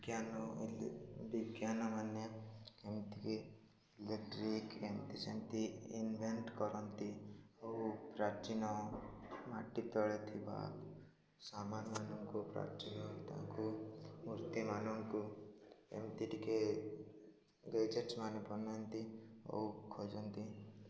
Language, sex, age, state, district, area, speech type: Odia, male, 18-30, Odisha, Koraput, urban, spontaneous